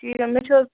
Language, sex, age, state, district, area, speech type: Kashmiri, female, 30-45, Jammu and Kashmir, Kupwara, rural, conversation